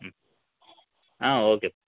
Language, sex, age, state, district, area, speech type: Tamil, male, 18-30, Tamil Nadu, Krishnagiri, rural, conversation